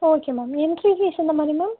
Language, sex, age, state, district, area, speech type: Tamil, female, 18-30, Tamil Nadu, Coimbatore, rural, conversation